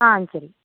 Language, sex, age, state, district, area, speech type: Tamil, female, 18-30, Tamil Nadu, Tiruvarur, urban, conversation